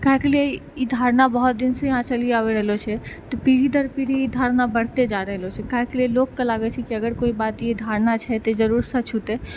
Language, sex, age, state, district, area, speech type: Maithili, female, 18-30, Bihar, Purnia, rural, spontaneous